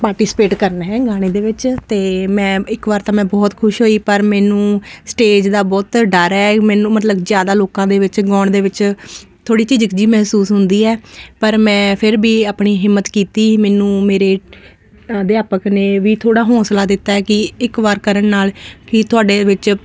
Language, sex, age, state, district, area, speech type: Punjabi, female, 30-45, Punjab, Ludhiana, urban, spontaneous